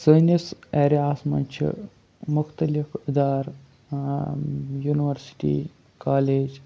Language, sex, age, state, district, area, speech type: Kashmiri, male, 18-30, Jammu and Kashmir, Ganderbal, rural, spontaneous